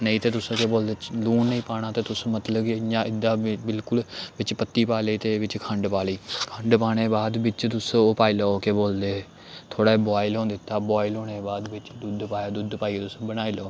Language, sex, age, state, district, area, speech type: Dogri, male, 18-30, Jammu and Kashmir, Samba, urban, spontaneous